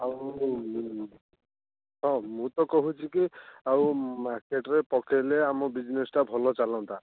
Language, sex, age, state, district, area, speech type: Odia, male, 18-30, Odisha, Jagatsinghpur, urban, conversation